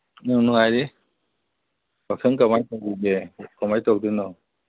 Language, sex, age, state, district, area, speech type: Manipuri, male, 45-60, Manipur, Imphal East, rural, conversation